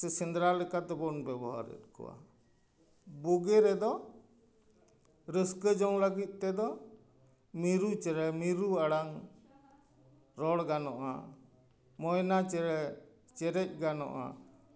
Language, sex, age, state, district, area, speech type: Santali, male, 60+, West Bengal, Paschim Bardhaman, urban, spontaneous